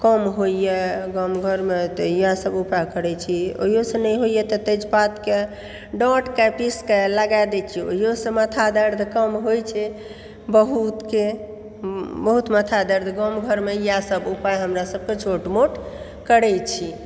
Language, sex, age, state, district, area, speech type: Maithili, female, 60+, Bihar, Supaul, rural, spontaneous